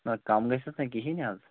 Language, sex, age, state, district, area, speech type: Kashmiri, male, 30-45, Jammu and Kashmir, Pulwama, rural, conversation